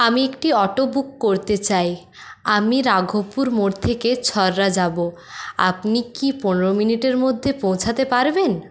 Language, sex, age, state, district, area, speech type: Bengali, female, 30-45, West Bengal, Purulia, rural, spontaneous